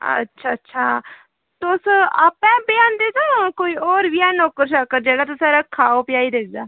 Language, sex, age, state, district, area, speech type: Dogri, female, 18-30, Jammu and Kashmir, Udhampur, rural, conversation